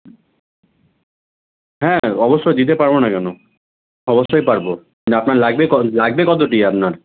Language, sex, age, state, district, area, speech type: Bengali, male, 18-30, West Bengal, Malda, rural, conversation